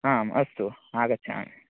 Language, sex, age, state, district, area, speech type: Sanskrit, male, 18-30, Karnataka, Mandya, rural, conversation